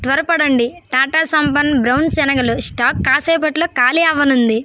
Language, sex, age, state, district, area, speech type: Telugu, female, 18-30, Andhra Pradesh, Vizianagaram, rural, read